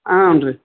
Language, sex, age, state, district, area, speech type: Kannada, male, 60+, Karnataka, Koppal, urban, conversation